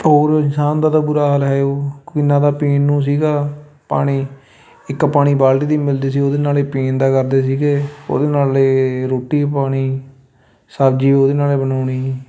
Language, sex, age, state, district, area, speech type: Punjabi, male, 18-30, Punjab, Fatehgarh Sahib, rural, spontaneous